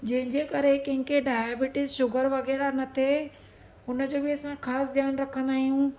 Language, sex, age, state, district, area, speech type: Sindhi, female, 30-45, Gujarat, Surat, urban, spontaneous